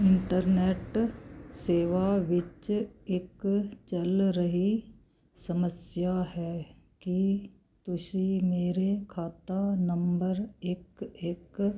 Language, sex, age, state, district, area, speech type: Punjabi, female, 45-60, Punjab, Muktsar, urban, read